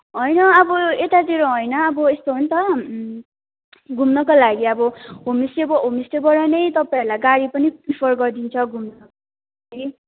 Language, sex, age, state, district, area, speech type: Nepali, female, 18-30, West Bengal, Kalimpong, rural, conversation